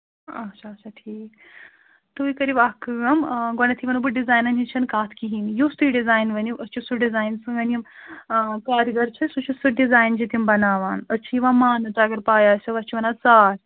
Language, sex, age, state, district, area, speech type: Kashmiri, female, 30-45, Jammu and Kashmir, Srinagar, urban, conversation